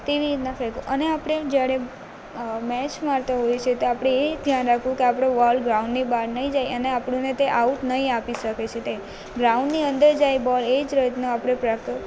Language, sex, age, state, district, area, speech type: Gujarati, female, 18-30, Gujarat, Narmada, rural, spontaneous